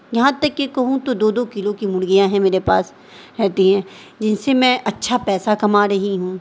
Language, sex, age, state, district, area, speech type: Urdu, female, 18-30, Bihar, Darbhanga, rural, spontaneous